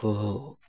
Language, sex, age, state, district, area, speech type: Santali, male, 60+, West Bengal, Paschim Bardhaman, rural, spontaneous